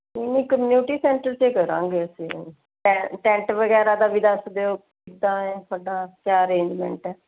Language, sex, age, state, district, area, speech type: Punjabi, female, 45-60, Punjab, Mohali, urban, conversation